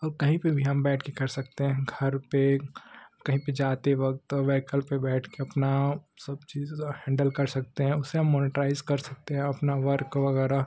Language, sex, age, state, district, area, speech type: Hindi, male, 18-30, Uttar Pradesh, Ghazipur, rural, spontaneous